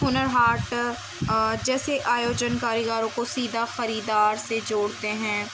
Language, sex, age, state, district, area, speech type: Urdu, female, 18-30, Uttar Pradesh, Muzaffarnagar, rural, spontaneous